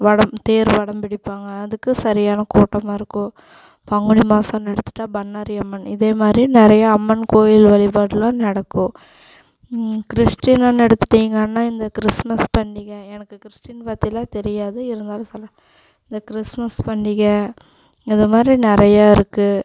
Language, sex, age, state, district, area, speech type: Tamil, female, 18-30, Tamil Nadu, Coimbatore, rural, spontaneous